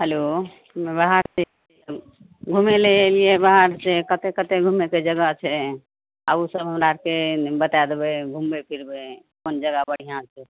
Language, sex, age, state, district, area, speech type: Maithili, female, 30-45, Bihar, Madhepura, rural, conversation